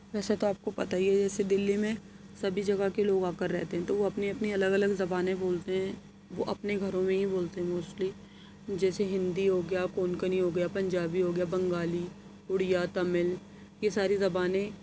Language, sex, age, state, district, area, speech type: Urdu, female, 30-45, Delhi, Central Delhi, urban, spontaneous